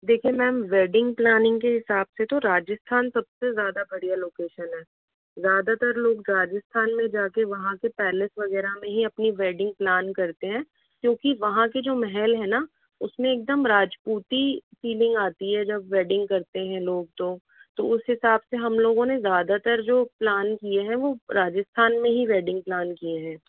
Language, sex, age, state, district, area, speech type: Hindi, female, 30-45, Rajasthan, Jaipur, urban, conversation